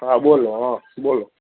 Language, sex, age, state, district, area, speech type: Gujarati, male, 18-30, Gujarat, Rajkot, urban, conversation